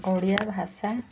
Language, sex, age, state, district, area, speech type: Odia, female, 45-60, Odisha, Koraput, urban, spontaneous